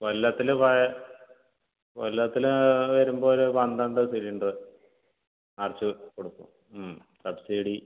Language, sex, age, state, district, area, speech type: Malayalam, male, 30-45, Kerala, Malappuram, rural, conversation